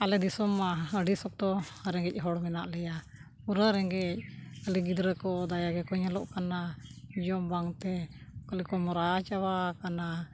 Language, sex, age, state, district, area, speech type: Santali, female, 60+, Odisha, Mayurbhanj, rural, spontaneous